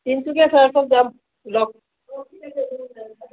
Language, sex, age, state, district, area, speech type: Assamese, female, 60+, Assam, Tinsukia, rural, conversation